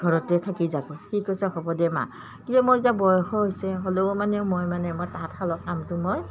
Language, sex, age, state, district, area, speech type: Assamese, female, 60+, Assam, Udalguri, rural, spontaneous